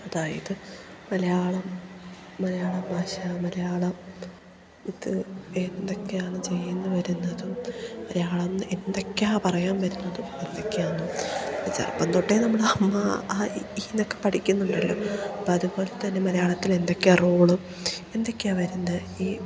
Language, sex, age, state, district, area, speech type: Malayalam, female, 18-30, Kerala, Idukki, rural, spontaneous